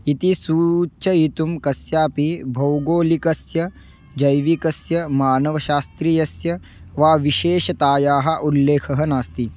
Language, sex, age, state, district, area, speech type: Sanskrit, male, 18-30, Maharashtra, Beed, urban, spontaneous